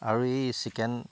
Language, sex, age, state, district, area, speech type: Assamese, male, 30-45, Assam, Tinsukia, urban, spontaneous